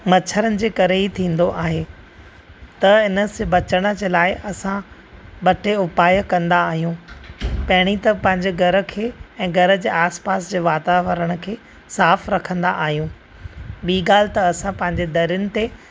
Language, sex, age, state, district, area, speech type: Sindhi, male, 30-45, Maharashtra, Thane, urban, spontaneous